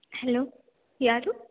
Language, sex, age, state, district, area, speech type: Kannada, female, 18-30, Karnataka, Gulbarga, urban, conversation